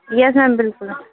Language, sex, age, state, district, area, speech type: Hindi, female, 45-60, Madhya Pradesh, Bhopal, urban, conversation